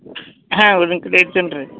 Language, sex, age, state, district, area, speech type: Kannada, male, 45-60, Karnataka, Belgaum, rural, conversation